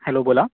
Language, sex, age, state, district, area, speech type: Marathi, male, 18-30, Maharashtra, Raigad, rural, conversation